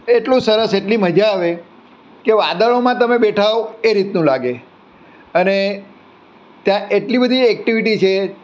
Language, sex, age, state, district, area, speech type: Gujarati, male, 60+, Gujarat, Surat, urban, spontaneous